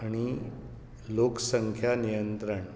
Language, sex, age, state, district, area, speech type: Goan Konkani, male, 60+, Goa, Bardez, rural, spontaneous